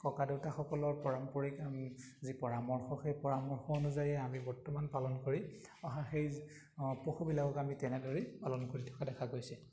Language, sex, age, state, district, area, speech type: Assamese, male, 18-30, Assam, Majuli, urban, spontaneous